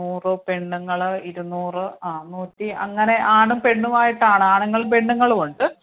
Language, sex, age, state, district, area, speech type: Malayalam, female, 30-45, Kerala, Alappuzha, rural, conversation